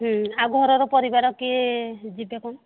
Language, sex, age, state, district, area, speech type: Odia, female, 60+, Odisha, Jharsuguda, rural, conversation